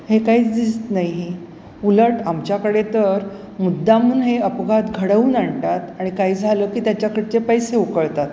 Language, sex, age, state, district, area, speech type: Marathi, female, 60+, Maharashtra, Mumbai Suburban, urban, spontaneous